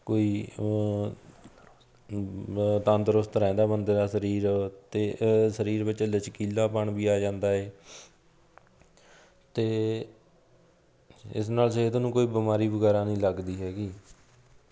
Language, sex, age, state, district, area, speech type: Punjabi, male, 30-45, Punjab, Fatehgarh Sahib, rural, spontaneous